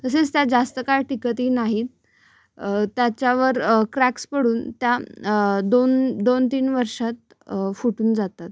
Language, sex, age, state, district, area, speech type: Marathi, female, 18-30, Maharashtra, Sangli, urban, spontaneous